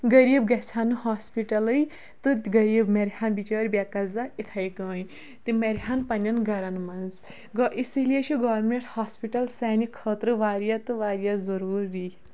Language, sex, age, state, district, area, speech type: Kashmiri, female, 18-30, Jammu and Kashmir, Kulgam, rural, spontaneous